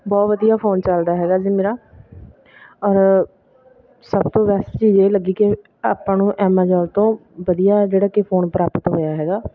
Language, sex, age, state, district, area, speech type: Punjabi, female, 30-45, Punjab, Bathinda, rural, spontaneous